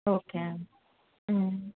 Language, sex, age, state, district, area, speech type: Telugu, female, 18-30, Andhra Pradesh, Krishna, urban, conversation